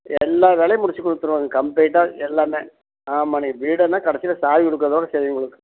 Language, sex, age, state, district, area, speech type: Tamil, male, 60+, Tamil Nadu, Erode, rural, conversation